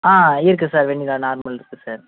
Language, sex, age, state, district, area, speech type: Tamil, male, 18-30, Tamil Nadu, Ariyalur, rural, conversation